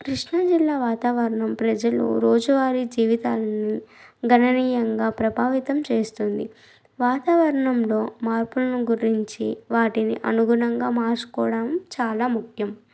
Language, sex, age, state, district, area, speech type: Telugu, female, 30-45, Andhra Pradesh, Krishna, urban, spontaneous